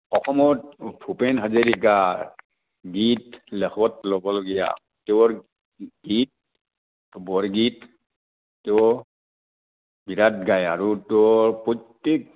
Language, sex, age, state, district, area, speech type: Assamese, male, 60+, Assam, Barpeta, rural, conversation